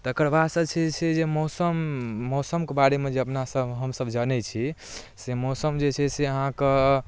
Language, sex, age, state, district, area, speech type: Maithili, male, 18-30, Bihar, Darbhanga, rural, spontaneous